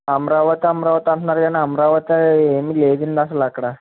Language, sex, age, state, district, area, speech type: Telugu, male, 18-30, Andhra Pradesh, Konaseema, rural, conversation